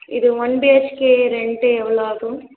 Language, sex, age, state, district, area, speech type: Tamil, female, 18-30, Tamil Nadu, Tiruvallur, urban, conversation